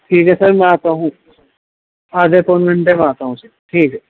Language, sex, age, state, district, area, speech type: Urdu, male, 30-45, Uttar Pradesh, Muzaffarnagar, urban, conversation